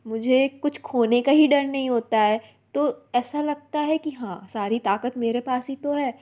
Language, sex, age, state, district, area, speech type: Hindi, female, 30-45, Madhya Pradesh, Bhopal, urban, spontaneous